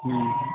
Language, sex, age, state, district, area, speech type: Odia, male, 30-45, Odisha, Balangir, urban, conversation